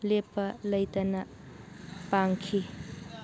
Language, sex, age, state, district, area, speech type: Manipuri, female, 45-60, Manipur, Churachandpur, urban, read